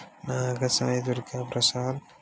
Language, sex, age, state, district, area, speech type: Telugu, male, 18-30, Andhra Pradesh, Srikakulam, rural, spontaneous